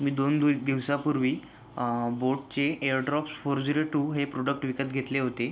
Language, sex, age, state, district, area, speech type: Marathi, male, 18-30, Maharashtra, Yavatmal, rural, spontaneous